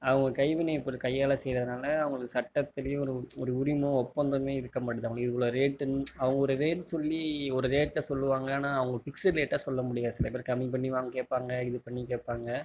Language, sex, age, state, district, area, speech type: Tamil, male, 45-60, Tamil Nadu, Mayiladuthurai, rural, spontaneous